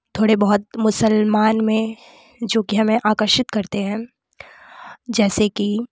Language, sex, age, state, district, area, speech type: Hindi, female, 18-30, Uttar Pradesh, Jaunpur, urban, spontaneous